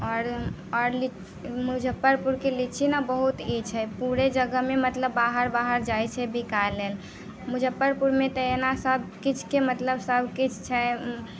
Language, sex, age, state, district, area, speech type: Maithili, female, 18-30, Bihar, Muzaffarpur, rural, spontaneous